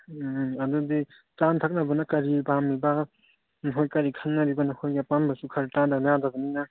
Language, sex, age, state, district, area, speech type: Manipuri, male, 30-45, Manipur, Churachandpur, rural, conversation